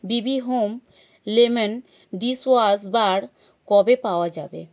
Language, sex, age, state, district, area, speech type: Bengali, male, 30-45, West Bengal, Howrah, urban, read